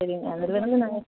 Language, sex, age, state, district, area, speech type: Tamil, female, 45-60, Tamil Nadu, Nilgiris, rural, conversation